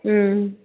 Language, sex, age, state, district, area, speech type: Bodo, female, 45-60, Assam, Baksa, rural, conversation